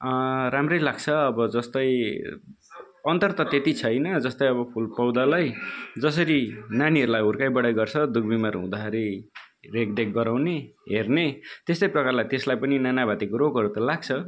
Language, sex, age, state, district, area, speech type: Nepali, male, 45-60, West Bengal, Darjeeling, rural, spontaneous